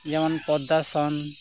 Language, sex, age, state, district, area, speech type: Santali, male, 30-45, West Bengal, Purba Bardhaman, rural, spontaneous